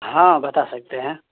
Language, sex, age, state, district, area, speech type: Urdu, male, 18-30, Bihar, Purnia, rural, conversation